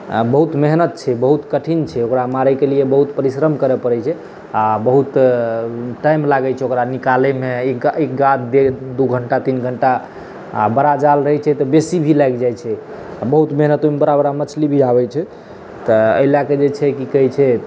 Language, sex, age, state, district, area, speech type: Maithili, male, 18-30, Bihar, Saharsa, rural, spontaneous